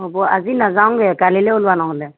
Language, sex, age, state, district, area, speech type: Assamese, female, 30-45, Assam, Lakhimpur, rural, conversation